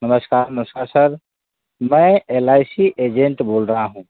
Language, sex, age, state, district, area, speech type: Hindi, male, 30-45, Bihar, Begusarai, urban, conversation